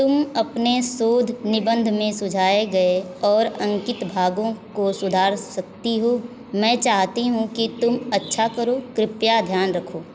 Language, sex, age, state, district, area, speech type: Hindi, female, 30-45, Uttar Pradesh, Azamgarh, rural, read